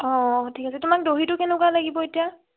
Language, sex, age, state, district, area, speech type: Assamese, female, 18-30, Assam, Biswanath, rural, conversation